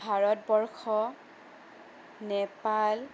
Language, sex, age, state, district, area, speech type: Assamese, female, 18-30, Assam, Sonitpur, urban, spontaneous